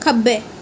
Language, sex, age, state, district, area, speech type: Dogri, female, 18-30, Jammu and Kashmir, Reasi, urban, read